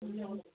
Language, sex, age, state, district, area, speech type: Manipuri, female, 18-30, Manipur, Senapati, urban, conversation